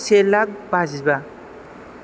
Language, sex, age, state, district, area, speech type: Bodo, male, 18-30, Assam, Chirang, rural, spontaneous